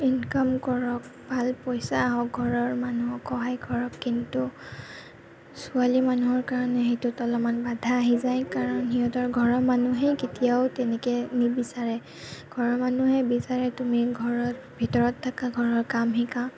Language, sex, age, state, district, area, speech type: Assamese, female, 18-30, Assam, Kamrup Metropolitan, urban, spontaneous